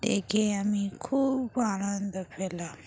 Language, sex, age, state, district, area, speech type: Bengali, female, 45-60, West Bengal, Dakshin Dinajpur, urban, spontaneous